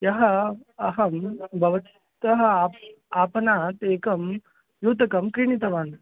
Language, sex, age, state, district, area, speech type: Sanskrit, male, 30-45, Karnataka, Vijayapura, urban, conversation